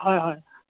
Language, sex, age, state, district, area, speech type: Assamese, male, 30-45, Assam, Kamrup Metropolitan, urban, conversation